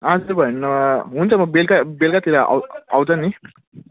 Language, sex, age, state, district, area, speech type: Nepali, male, 30-45, West Bengal, Jalpaiguri, rural, conversation